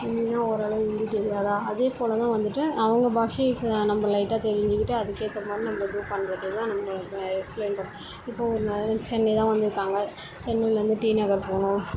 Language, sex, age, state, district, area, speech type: Tamil, female, 18-30, Tamil Nadu, Chennai, urban, spontaneous